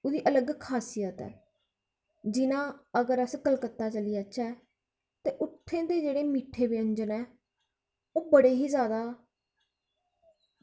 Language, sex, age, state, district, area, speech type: Dogri, female, 18-30, Jammu and Kashmir, Kathua, rural, spontaneous